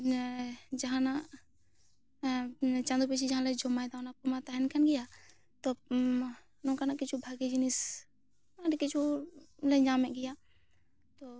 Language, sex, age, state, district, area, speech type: Santali, female, 18-30, West Bengal, Bankura, rural, spontaneous